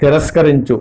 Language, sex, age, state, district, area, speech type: Telugu, male, 60+, Andhra Pradesh, Visakhapatnam, urban, read